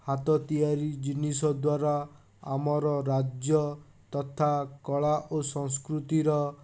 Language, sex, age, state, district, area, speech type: Odia, male, 30-45, Odisha, Bhadrak, rural, spontaneous